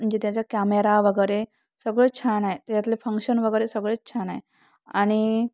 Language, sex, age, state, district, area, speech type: Marathi, female, 30-45, Maharashtra, Thane, urban, spontaneous